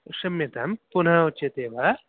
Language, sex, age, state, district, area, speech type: Sanskrit, male, 18-30, Karnataka, Bangalore Urban, urban, conversation